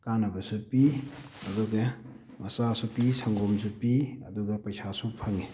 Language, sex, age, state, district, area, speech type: Manipuri, male, 30-45, Manipur, Thoubal, rural, spontaneous